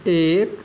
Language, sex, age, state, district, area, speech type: Maithili, male, 30-45, Bihar, Madhubani, rural, read